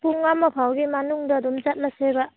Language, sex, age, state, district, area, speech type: Manipuri, female, 30-45, Manipur, Tengnoupal, rural, conversation